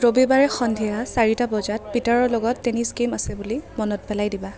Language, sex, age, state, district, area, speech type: Assamese, female, 30-45, Assam, Kamrup Metropolitan, urban, read